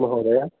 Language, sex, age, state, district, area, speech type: Sanskrit, male, 18-30, Karnataka, Uttara Kannada, rural, conversation